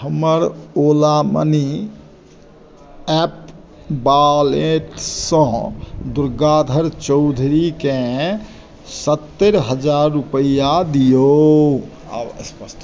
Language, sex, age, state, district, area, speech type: Maithili, male, 60+, Bihar, Madhubani, urban, read